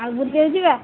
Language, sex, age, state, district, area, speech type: Odia, female, 45-60, Odisha, Jagatsinghpur, rural, conversation